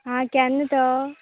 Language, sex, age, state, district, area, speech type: Goan Konkani, female, 18-30, Goa, Canacona, rural, conversation